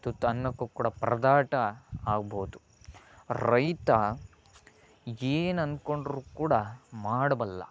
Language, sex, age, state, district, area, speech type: Kannada, male, 18-30, Karnataka, Chitradurga, rural, spontaneous